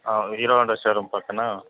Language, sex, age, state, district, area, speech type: Telugu, male, 30-45, Andhra Pradesh, Anantapur, rural, conversation